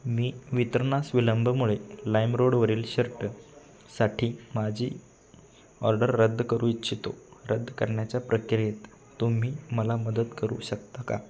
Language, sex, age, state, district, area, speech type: Marathi, male, 18-30, Maharashtra, Sangli, urban, read